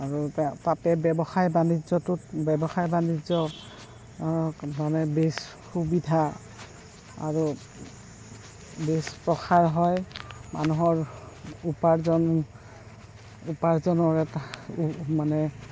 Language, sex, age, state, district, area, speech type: Assamese, female, 60+, Assam, Goalpara, urban, spontaneous